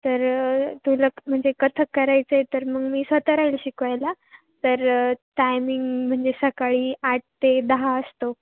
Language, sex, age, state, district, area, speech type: Marathi, female, 18-30, Maharashtra, Ahmednagar, rural, conversation